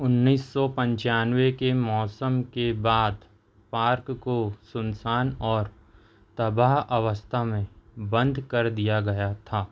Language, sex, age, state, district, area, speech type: Hindi, male, 30-45, Madhya Pradesh, Seoni, urban, read